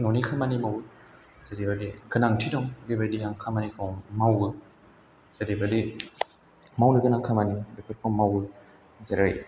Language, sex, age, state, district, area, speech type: Bodo, male, 18-30, Assam, Chirang, urban, spontaneous